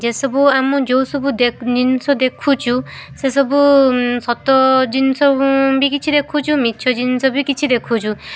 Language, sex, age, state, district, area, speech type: Odia, female, 18-30, Odisha, Balasore, rural, spontaneous